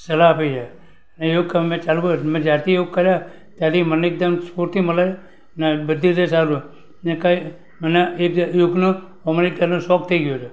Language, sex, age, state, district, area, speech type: Gujarati, male, 60+, Gujarat, Valsad, rural, spontaneous